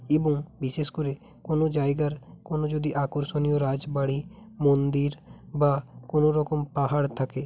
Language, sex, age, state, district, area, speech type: Bengali, male, 18-30, West Bengal, Hooghly, urban, spontaneous